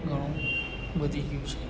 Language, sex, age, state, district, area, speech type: Gujarati, male, 45-60, Gujarat, Narmada, rural, spontaneous